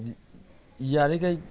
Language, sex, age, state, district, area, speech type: Manipuri, male, 60+, Manipur, Imphal East, rural, spontaneous